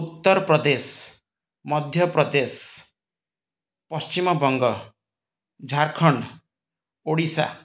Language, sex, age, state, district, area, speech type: Odia, male, 30-45, Odisha, Ganjam, urban, spontaneous